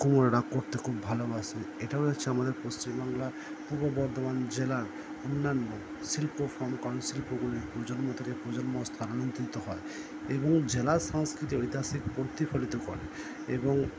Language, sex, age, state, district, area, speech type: Bengali, male, 30-45, West Bengal, Purba Bardhaman, urban, spontaneous